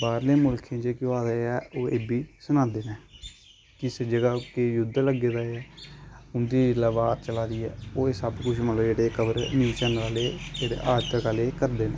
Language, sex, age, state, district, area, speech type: Dogri, male, 18-30, Jammu and Kashmir, Samba, urban, spontaneous